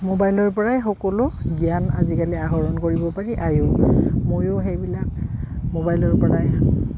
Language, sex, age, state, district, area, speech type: Assamese, female, 45-60, Assam, Goalpara, urban, spontaneous